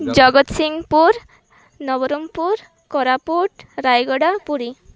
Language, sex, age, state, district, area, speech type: Odia, female, 18-30, Odisha, Malkangiri, urban, spontaneous